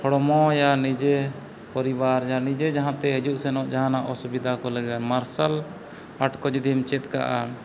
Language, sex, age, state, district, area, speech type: Santali, male, 30-45, Jharkhand, East Singhbhum, rural, spontaneous